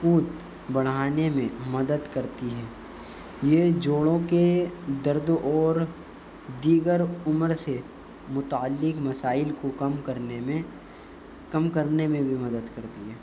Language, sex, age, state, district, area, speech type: Urdu, male, 18-30, Delhi, East Delhi, urban, spontaneous